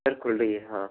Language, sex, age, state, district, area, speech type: Hindi, male, 18-30, Rajasthan, Bharatpur, rural, conversation